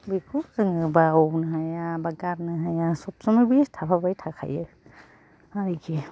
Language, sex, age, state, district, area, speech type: Bodo, female, 60+, Assam, Kokrajhar, urban, spontaneous